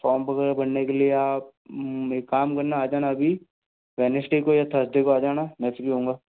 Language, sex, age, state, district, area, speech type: Hindi, male, 45-60, Rajasthan, Jodhpur, urban, conversation